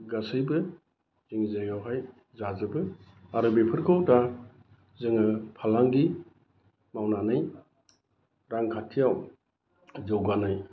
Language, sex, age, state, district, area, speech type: Bodo, male, 45-60, Assam, Chirang, urban, spontaneous